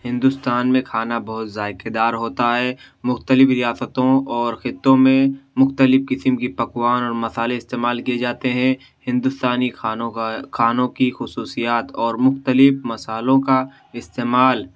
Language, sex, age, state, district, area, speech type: Urdu, male, 18-30, Uttar Pradesh, Siddharthnagar, rural, spontaneous